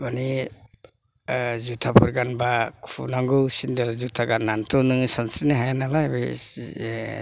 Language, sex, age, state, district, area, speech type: Bodo, male, 60+, Assam, Chirang, rural, spontaneous